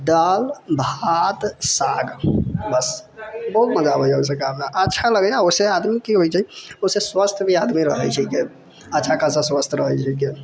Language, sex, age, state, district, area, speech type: Maithili, male, 18-30, Bihar, Sitamarhi, rural, spontaneous